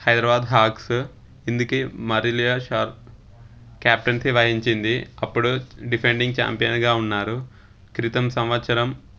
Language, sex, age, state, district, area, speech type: Telugu, male, 18-30, Telangana, Sangareddy, rural, spontaneous